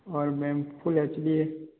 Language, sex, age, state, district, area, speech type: Hindi, male, 30-45, Rajasthan, Jodhpur, urban, conversation